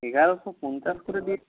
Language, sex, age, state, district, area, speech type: Bengali, male, 60+, West Bengal, Purba Medinipur, rural, conversation